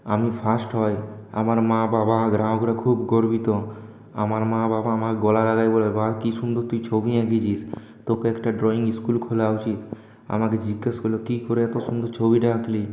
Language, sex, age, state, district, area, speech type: Bengali, male, 18-30, West Bengal, Purulia, urban, spontaneous